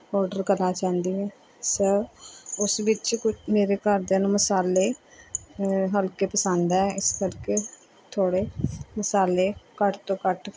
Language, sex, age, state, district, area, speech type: Punjabi, female, 30-45, Punjab, Pathankot, rural, spontaneous